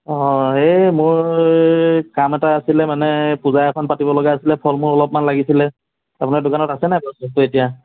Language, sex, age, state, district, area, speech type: Assamese, male, 45-60, Assam, Morigaon, rural, conversation